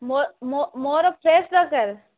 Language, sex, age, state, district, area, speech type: Odia, female, 45-60, Odisha, Bhadrak, rural, conversation